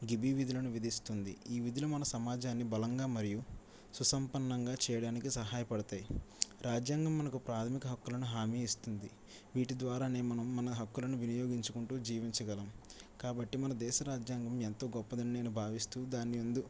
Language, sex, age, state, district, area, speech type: Telugu, male, 30-45, Andhra Pradesh, East Godavari, rural, spontaneous